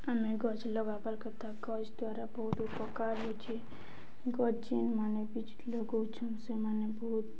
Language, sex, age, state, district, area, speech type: Odia, female, 18-30, Odisha, Balangir, urban, spontaneous